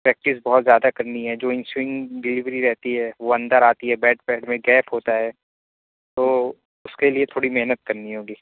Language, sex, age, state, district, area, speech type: Urdu, male, 18-30, Uttar Pradesh, Azamgarh, rural, conversation